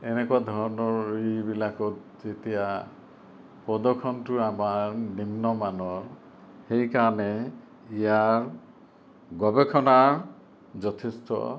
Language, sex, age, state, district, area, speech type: Assamese, male, 60+, Assam, Kamrup Metropolitan, urban, spontaneous